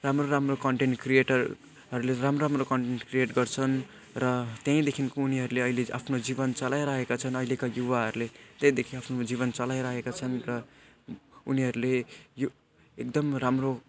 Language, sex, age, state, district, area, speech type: Nepali, male, 18-30, West Bengal, Jalpaiguri, rural, spontaneous